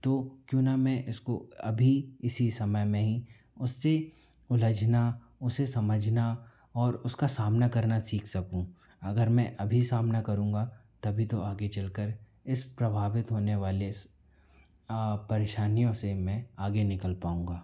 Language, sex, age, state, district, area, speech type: Hindi, male, 45-60, Madhya Pradesh, Bhopal, urban, spontaneous